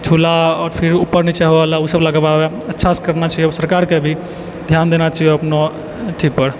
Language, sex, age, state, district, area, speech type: Maithili, male, 18-30, Bihar, Purnia, urban, spontaneous